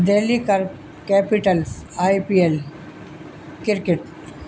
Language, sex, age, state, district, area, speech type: Urdu, female, 60+, Delhi, North East Delhi, urban, spontaneous